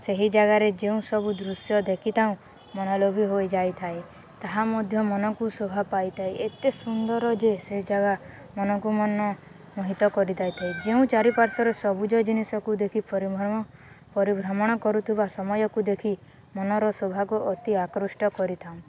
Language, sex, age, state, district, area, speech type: Odia, female, 18-30, Odisha, Balangir, urban, spontaneous